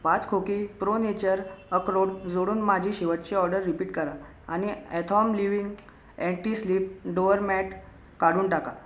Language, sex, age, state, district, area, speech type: Marathi, male, 18-30, Maharashtra, Buldhana, urban, read